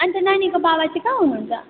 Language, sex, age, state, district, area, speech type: Nepali, female, 18-30, West Bengal, Darjeeling, rural, conversation